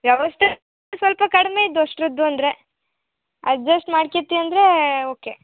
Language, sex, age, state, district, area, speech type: Kannada, female, 18-30, Karnataka, Uttara Kannada, rural, conversation